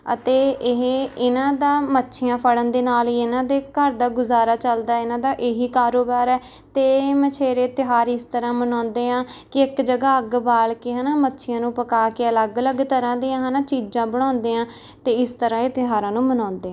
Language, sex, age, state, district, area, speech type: Punjabi, female, 18-30, Punjab, Rupnagar, rural, spontaneous